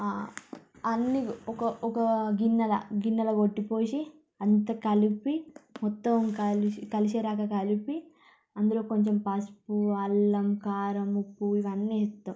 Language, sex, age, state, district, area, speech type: Telugu, female, 30-45, Telangana, Ranga Reddy, urban, spontaneous